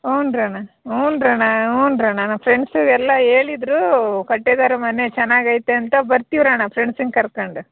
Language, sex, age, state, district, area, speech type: Kannada, female, 45-60, Karnataka, Chitradurga, rural, conversation